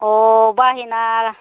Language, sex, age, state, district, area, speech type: Bodo, female, 45-60, Assam, Baksa, rural, conversation